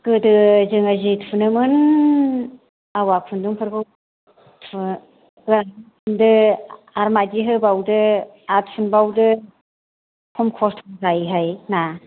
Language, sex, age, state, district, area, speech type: Bodo, female, 45-60, Assam, Kokrajhar, urban, conversation